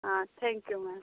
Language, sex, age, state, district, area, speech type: Hindi, female, 30-45, Madhya Pradesh, Betul, rural, conversation